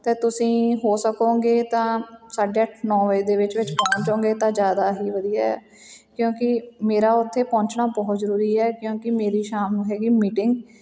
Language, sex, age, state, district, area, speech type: Punjabi, female, 30-45, Punjab, Fatehgarh Sahib, rural, spontaneous